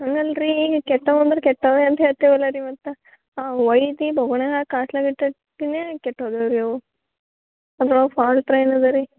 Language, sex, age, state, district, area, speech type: Kannada, female, 18-30, Karnataka, Gulbarga, urban, conversation